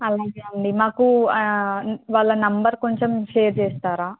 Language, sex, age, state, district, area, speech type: Telugu, female, 18-30, Telangana, Kamareddy, urban, conversation